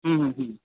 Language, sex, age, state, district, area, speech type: Assamese, male, 18-30, Assam, Goalpara, rural, conversation